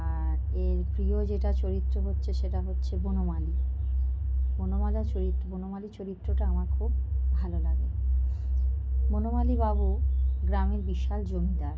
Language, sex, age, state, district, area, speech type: Bengali, female, 30-45, West Bengal, North 24 Parganas, urban, spontaneous